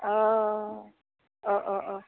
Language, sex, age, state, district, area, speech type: Bodo, female, 45-60, Assam, Udalguri, rural, conversation